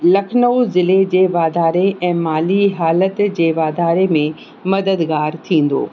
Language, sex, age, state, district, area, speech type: Sindhi, female, 18-30, Uttar Pradesh, Lucknow, urban, spontaneous